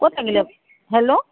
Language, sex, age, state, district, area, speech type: Assamese, female, 45-60, Assam, Golaghat, rural, conversation